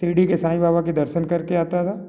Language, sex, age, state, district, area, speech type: Hindi, male, 60+, Madhya Pradesh, Gwalior, rural, spontaneous